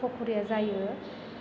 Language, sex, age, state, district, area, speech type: Bodo, female, 18-30, Assam, Chirang, urban, spontaneous